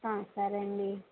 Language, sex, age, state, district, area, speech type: Telugu, female, 18-30, Andhra Pradesh, Kadapa, rural, conversation